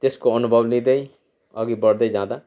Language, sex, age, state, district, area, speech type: Nepali, male, 45-60, West Bengal, Kalimpong, rural, spontaneous